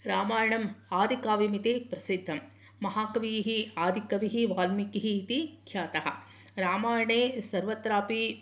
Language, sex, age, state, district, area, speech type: Sanskrit, female, 60+, Karnataka, Mysore, urban, spontaneous